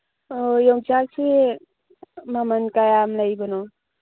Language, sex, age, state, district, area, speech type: Manipuri, female, 30-45, Manipur, Churachandpur, rural, conversation